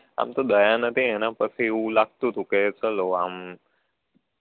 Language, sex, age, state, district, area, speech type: Gujarati, male, 18-30, Gujarat, Anand, urban, conversation